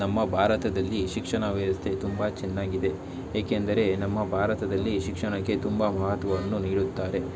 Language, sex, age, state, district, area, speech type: Kannada, male, 18-30, Karnataka, Tumkur, rural, spontaneous